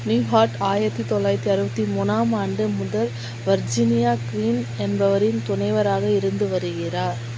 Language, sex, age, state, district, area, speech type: Tamil, female, 18-30, Tamil Nadu, Vellore, urban, read